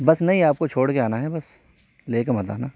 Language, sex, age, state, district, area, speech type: Urdu, male, 30-45, Uttar Pradesh, Saharanpur, urban, spontaneous